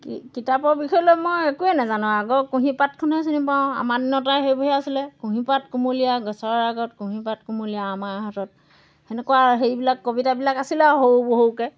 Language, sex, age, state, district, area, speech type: Assamese, female, 60+, Assam, Golaghat, rural, spontaneous